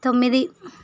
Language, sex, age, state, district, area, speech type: Telugu, female, 30-45, Andhra Pradesh, Visakhapatnam, urban, read